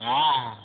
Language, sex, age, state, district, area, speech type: Odia, male, 30-45, Odisha, Mayurbhanj, rural, conversation